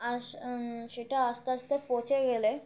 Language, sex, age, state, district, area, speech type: Bengali, female, 18-30, West Bengal, Birbhum, urban, spontaneous